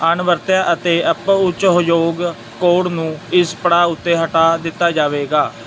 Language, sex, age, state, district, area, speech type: Punjabi, male, 18-30, Punjab, Mansa, urban, read